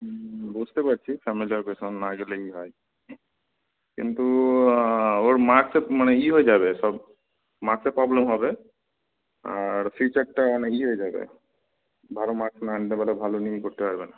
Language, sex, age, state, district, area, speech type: Bengali, male, 18-30, West Bengal, Malda, rural, conversation